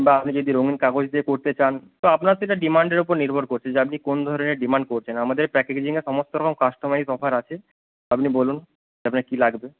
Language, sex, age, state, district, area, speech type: Bengali, male, 30-45, West Bengal, North 24 Parganas, rural, conversation